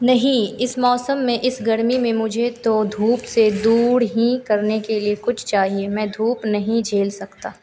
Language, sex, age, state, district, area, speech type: Hindi, female, 18-30, Bihar, Madhepura, rural, read